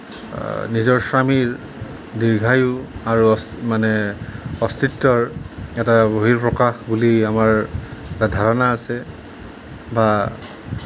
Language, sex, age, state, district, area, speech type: Assamese, male, 30-45, Assam, Nalbari, rural, spontaneous